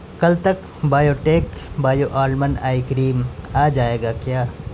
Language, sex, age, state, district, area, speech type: Urdu, male, 18-30, Delhi, North West Delhi, urban, read